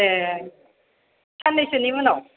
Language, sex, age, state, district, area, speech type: Bodo, female, 45-60, Assam, Kokrajhar, rural, conversation